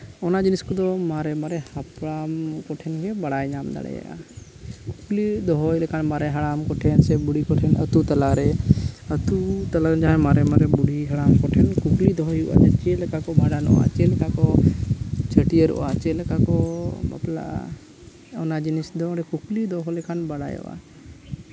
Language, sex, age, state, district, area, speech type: Santali, male, 30-45, Jharkhand, East Singhbhum, rural, spontaneous